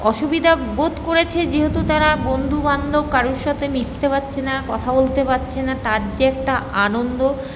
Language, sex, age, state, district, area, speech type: Bengali, female, 30-45, West Bengal, Paschim Bardhaman, urban, spontaneous